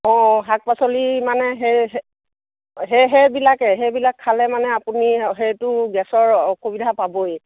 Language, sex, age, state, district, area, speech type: Assamese, female, 60+, Assam, Dibrugarh, rural, conversation